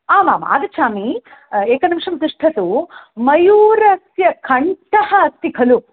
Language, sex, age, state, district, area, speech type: Sanskrit, female, 60+, Tamil Nadu, Chennai, urban, conversation